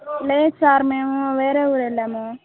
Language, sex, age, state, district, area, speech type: Telugu, female, 18-30, Andhra Pradesh, Guntur, urban, conversation